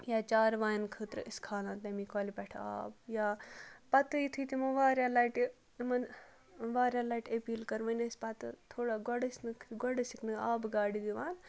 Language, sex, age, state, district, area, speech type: Kashmiri, female, 30-45, Jammu and Kashmir, Ganderbal, rural, spontaneous